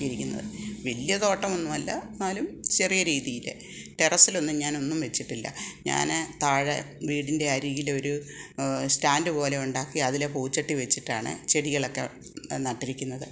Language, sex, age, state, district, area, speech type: Malayalam, female, 60+, Kerala, Kottayam, rural, spontaneous